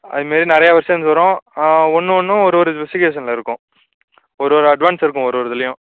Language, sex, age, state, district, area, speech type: Tamil, male, 18-30, Tamil Nadu, Nagapattinam, rural, conversation